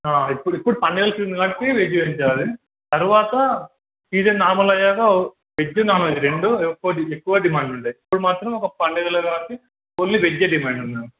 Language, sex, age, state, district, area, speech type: Telugu, male, 18-30, Telangana, Hanamkonda, urban, conversation